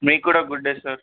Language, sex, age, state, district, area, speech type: Telugu, male, 18-30, Telangana, Medak, rural, conversation